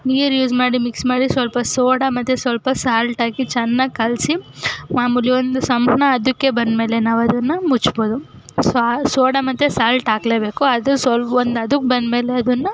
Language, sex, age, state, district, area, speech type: Kannada, female, 18-30, Karnataka, Chamarajanagar, urban, spontaneous